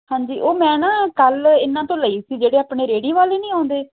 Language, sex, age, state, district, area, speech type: Punjabi, female, 30-45, Punjab, Shaheed Bhagat Singh Nagar, urban, conversation